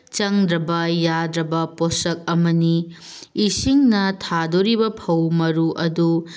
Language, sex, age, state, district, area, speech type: Manipuri, female, 30-45, Manipur, Tengnoupal, urban, spontaneous